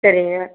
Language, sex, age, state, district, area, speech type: Tamil, female, 60+, Tamil Nadu, Erode, rural, conversation